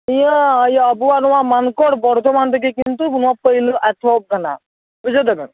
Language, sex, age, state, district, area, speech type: Santali, male, 18-30, West Bengal, Purba Bardhaman, rural, conversation